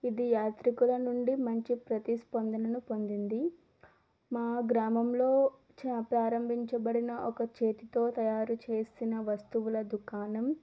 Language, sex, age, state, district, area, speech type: Telugu, female, 30-45, Andhra Pradesh, Eluru, rural, spontaneous